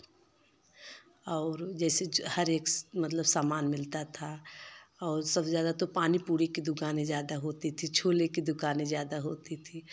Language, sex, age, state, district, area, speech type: Hindi, female, 30-45, Uttar Pradesh, Jaunpur, urban, spontaneous